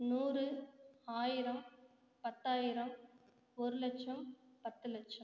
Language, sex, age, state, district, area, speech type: Tamil, female, 30-45, Tamil Nadu, Ariyalur, rural, spontaneous